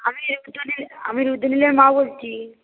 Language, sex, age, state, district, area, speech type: Bengali, female, 45-60, West Bengal, Purba Medinipur, rural, conversation